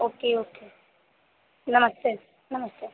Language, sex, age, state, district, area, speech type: Hindi, female, 30-45, Uttar Pradesh, Azamgarh, rural, conversation